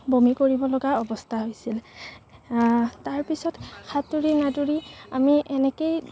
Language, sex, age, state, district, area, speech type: Assamese, female, 18-30, Assam, Kamrup Metropolitan, urban, spontaneous